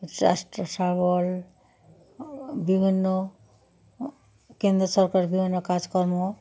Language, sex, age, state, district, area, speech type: Bengali, female, 60+, West Bengal, Darjeeling, rural, spontaneous